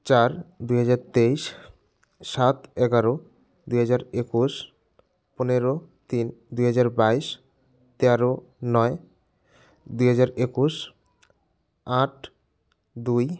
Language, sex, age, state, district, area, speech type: Bengali, male, 30-45, West Bengal, Jalpaiguri, rural, spontaneous